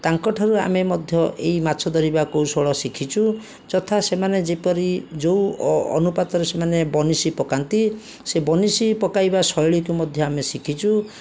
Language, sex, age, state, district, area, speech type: Odia, male, 60+, Odisha, Jajpur, rural, spontaneous